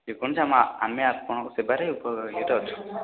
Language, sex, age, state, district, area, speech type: Odia, male, 18-30, Odisha, Puri, urban, conversation